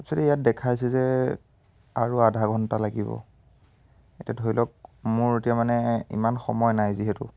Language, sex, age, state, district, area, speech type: Assamese, male, 18-30, Assam, Biswanath, rural, spontaneous